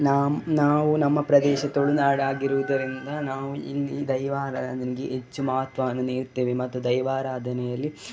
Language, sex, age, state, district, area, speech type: Kannada, male, 18-30, Karnataka, Dakshina Kannada, rural, spontaneous